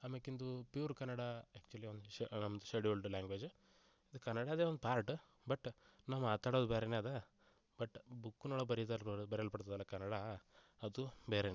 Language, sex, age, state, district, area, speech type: Kannada, male, 18-30, Karnataka, Gulbarga, rural, spontaneous